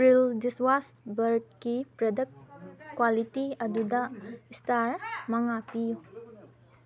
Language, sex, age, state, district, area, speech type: Manipuri, female, 18-30, Manipur, Kangpokpi, rural, read